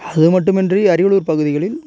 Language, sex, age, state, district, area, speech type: Tamil, male, 45-60, Tamil Nadu, Ariyalur, rural, spontaneous